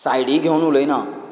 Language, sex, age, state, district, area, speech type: Goan Konkani, male, 45-60, Goa, Canacona, rural, spontaneous